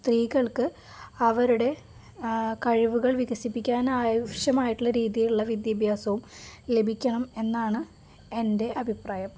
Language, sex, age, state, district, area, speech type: Malayalam, female, 45-60, Kerala, Palakkad, rural, spontaneous